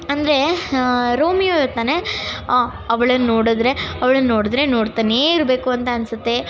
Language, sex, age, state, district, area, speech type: Kannada, other, 18-30, Karnataka, Bangalore Urban, urban, spontaneous